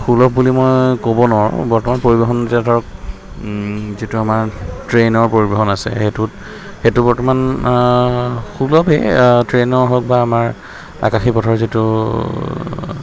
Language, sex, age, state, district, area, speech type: Assamese, male, 30-45, Assam, Sonitpur, urban, spontaneous